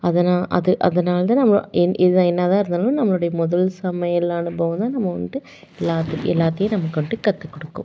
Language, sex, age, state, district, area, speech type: Tamil, female, 18-30, Tamil Nadu, Salem, urban, spontaneous